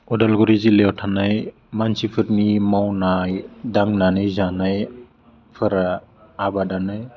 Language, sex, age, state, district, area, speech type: Bodo, male, 18-30, Assam, Udalguri, urban, spontaneous